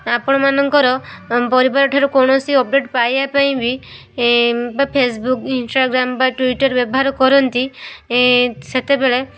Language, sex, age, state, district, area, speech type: Odia, female, 18-30, Odisha, Balasore, rural, spontaneous